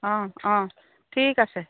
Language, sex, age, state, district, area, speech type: Assamese, female, 45-60, Assam, Lakhimpur, rural, conversation